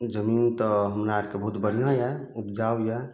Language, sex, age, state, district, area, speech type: Maithili, male, 30-45, Bihar, Samastipur, rural, spontaneous